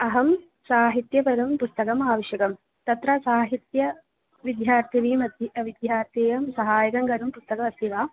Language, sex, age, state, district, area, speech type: Sanskrit, female, 18-30, Kerala, Thrissur, urban, conversation